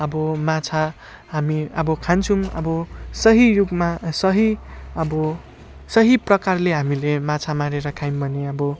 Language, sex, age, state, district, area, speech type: Nepali, male, 18-30, West Bengal, Jalpaiguri, rural, spontaneous